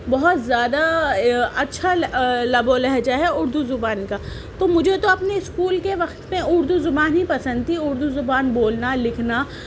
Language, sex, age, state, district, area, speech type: Urdu, female, 18-30, Delhi, Central Delhi, urban, spontaneous